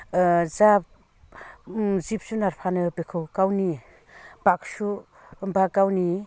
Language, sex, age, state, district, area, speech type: Bodo, female, 45-60, Assam, Udalguri, rural, spontaneous